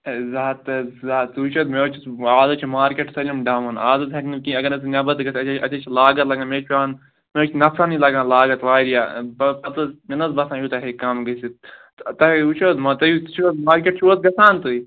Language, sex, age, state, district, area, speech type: Kashmiri, male, 18-30, Jammu and Kashmir, Ganderbal, rural, conversation